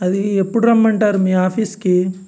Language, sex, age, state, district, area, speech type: Telugu, male, 45-60, Andhra Pradesh, Guntur, urban, spontaneous